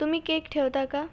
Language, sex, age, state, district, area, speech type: Marathi, female, 18-30, Maharashtra, Washim, rural, read